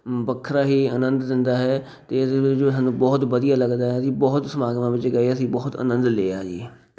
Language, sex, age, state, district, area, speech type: Punjabi, male, 30-45, Punjab, Shaheed Bhagat Singh Nagar, urban, spontaneous